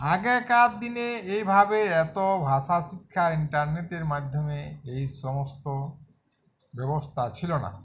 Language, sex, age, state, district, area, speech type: Bengali, male, 45-60, West Bengal, Uttar Dinajpur, rural, spontaneous